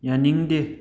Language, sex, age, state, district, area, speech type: Manipuri, male, 30-45, Manipur, Thoubal, rural, read